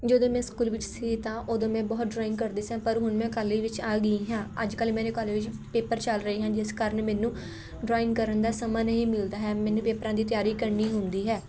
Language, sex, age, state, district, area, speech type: Punjabi, female, 18-30, Punjab, Patiala, urban, spontaneous